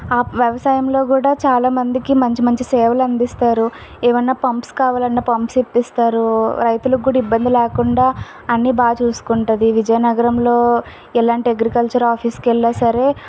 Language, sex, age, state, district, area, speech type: Telugu, female, 30-45, Andhra Pradesh, Vizianagaram, rural, spontaneous